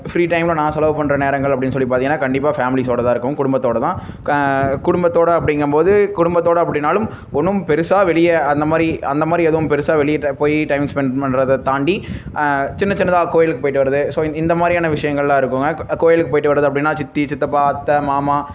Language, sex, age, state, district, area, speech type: Tamil, male, 18-30, Tamil Nadu, Namakkal, rural, spontaneous